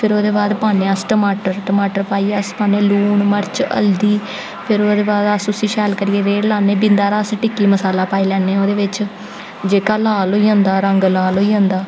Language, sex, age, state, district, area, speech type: Dogri, female, 18-30, Jammu and Kashmir, Jammu, urban, spontaneous